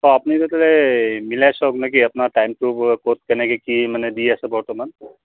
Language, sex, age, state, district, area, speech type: Assamese, male, 45-60, Assam, Dibrugarh, urban, conversation